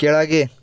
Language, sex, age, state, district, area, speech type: Kannada, male, 18-30, Karnataka, Bidar, urban, read